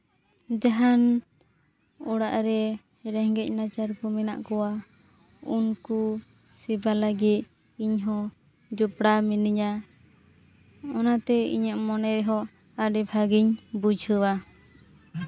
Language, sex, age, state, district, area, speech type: Santali, female, 18-30, West Bengal, Purba Bardhaman, rural, spontaneous